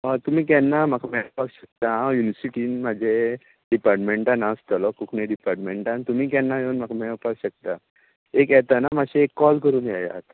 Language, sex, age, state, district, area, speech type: Goan Konkani, male, 45-60, Goa, Tiswadi, rural, conversation